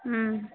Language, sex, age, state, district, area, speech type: Tamil, female, 30-45, Tamil Nadu, Tiruvannamalai, rural, conversation